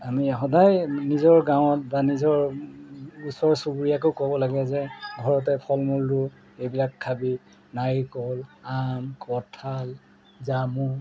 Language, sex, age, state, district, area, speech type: Assamese, male, 45-60, Assam, Golaghat, urban, spontaneous